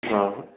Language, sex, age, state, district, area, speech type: Urdu, male, 30-45, Delhi, South Delhi, urban, conversation